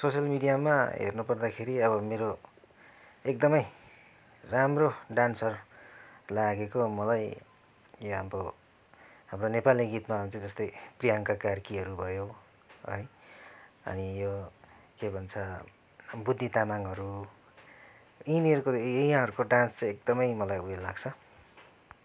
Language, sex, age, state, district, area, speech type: Nepali, male, 30-45, West Bengal, Kalimpong, rural, spontaneous